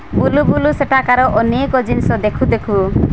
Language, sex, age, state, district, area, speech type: Odia, female, 45-60, Odisha, Malkangiri, urban, spontaneous